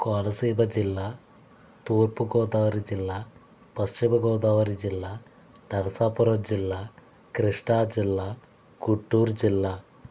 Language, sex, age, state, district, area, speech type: Telugu, male, 60+, Andhra Pradesh, Konaseema, rural, spontaneous